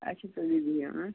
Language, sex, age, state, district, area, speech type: Kashmiri, male, 18-30, Jammu and Kashmir, Shopian, rural, conversation